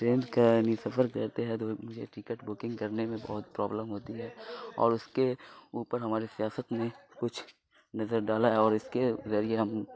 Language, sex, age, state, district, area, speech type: Urdu, male, 30-45, Bihar, Khagaria, rural, spontaneous